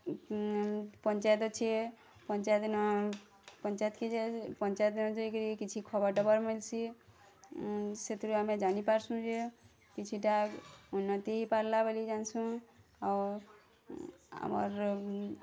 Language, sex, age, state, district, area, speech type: Odia, female, 30-45, Odisha, Bargarh, urban, spontaneous